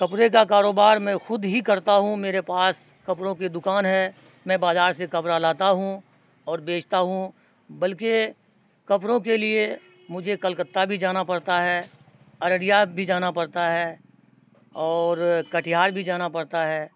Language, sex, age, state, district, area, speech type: Urdu, male, 45-60, Bihar, Araria, rural, spontaneous